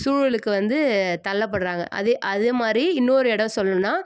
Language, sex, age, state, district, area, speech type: Tamil, female, 18-30, Tamil Nadu, Chennai, urban, spontaneous